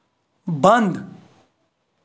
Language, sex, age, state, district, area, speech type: Kashmiri, male, 18-30, Jammu and Kashmir, Ganderbal, rural, read